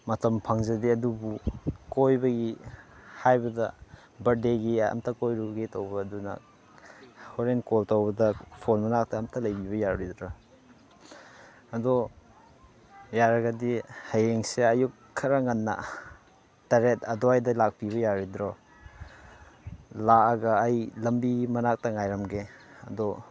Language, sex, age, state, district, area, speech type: Manipuri, male, 30-45, Manipur, Chandel, rural, spontaneous